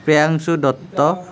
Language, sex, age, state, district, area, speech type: Assamese, male, 30-45, Assam, Nalbari, urban, spontaneous